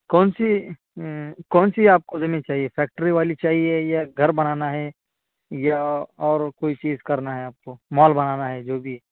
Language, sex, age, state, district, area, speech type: Urdu, male, 18-30, Uttar Pradesh, Saharanpur, urban, conversation